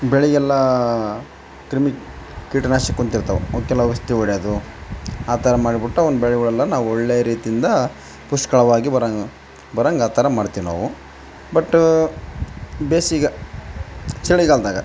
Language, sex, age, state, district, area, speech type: Kannada, male, 30-45, Karnataka, Vijayanagara, rural, spontaneous